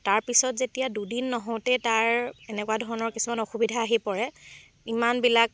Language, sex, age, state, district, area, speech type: Assamese, female, 18-30, Assam, Dibrugarh, rural, spontaneous